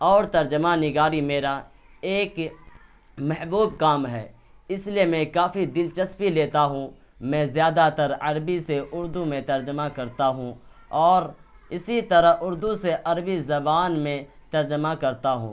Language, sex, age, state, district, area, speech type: Urdu, male, 18-30, Bihar, Purnia, rural, spontaneous